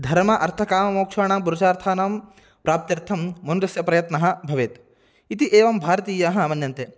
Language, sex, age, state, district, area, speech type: Sanskrit, male, 18-30, Karnataka, Dharwad, urban, spontaneous